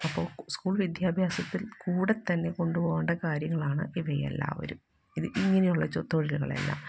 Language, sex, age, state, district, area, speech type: Malayalam, female, 30-45, Kerala, Ernakulam, rural, spontaneous